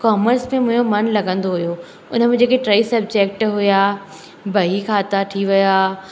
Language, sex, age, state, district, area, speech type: Sindhi, female, 18-30, Madhya Pradesh, Katni, rural, spontaneous